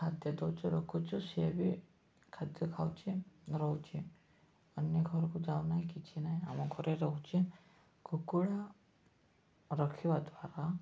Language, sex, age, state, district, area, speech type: Odia, male, 18-30, Odisha, Nabarangpur, urban, spontaneous